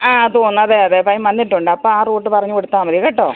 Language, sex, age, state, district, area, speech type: Malayalam, female, 60+, Kerala, Alappuzha, rural, conversation